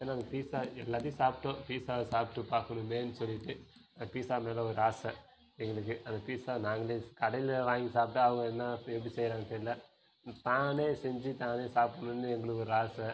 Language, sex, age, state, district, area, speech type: Tamil, male, 18-30, Tamil Nadu, Kallakurichi, rural, spontaneous